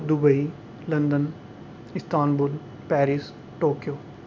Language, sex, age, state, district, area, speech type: Dogri, male, 18-30, Jammu and Kashmir, Reasi, rural, spontaneous